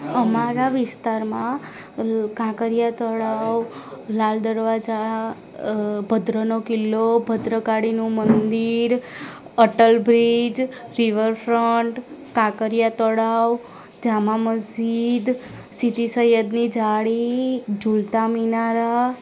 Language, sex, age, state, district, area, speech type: Gujarati, female, 18-30, Gujarat, Ahmedabad, urban, spontaneous